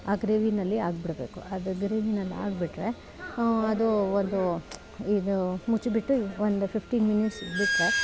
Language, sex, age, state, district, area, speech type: Kannada, female, 30-45, Karnataka, Bangalore Rural, rural, spontaneous